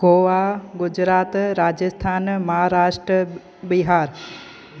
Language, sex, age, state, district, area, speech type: Sindhi, female, 30-45, Gujarat, Junagadh, rural, spontaneous